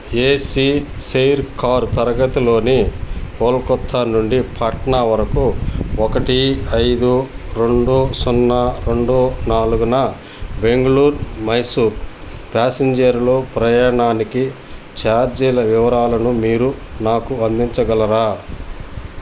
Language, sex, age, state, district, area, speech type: Telugu, male, 60+, Andhra Pradesh, Nellore, rural, read